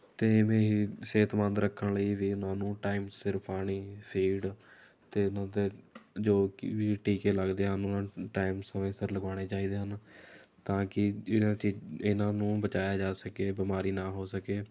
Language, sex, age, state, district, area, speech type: Punjabi, male, 18-30, Punjab, Rupnagar, rural, spontaneous